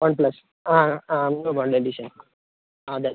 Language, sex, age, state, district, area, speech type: Malayalam, male, 18-30, Kerala, Kasaragod, rural, conversation